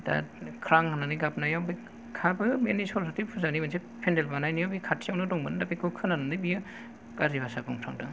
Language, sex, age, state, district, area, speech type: Bodo, male, 45-60, Assam, Kokrajhar, rural, spontaneous